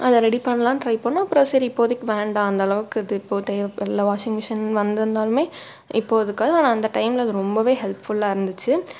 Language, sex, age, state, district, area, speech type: Tamil, female, 18-30, Tamil Nadu, Tiruppur, urban, spontaneous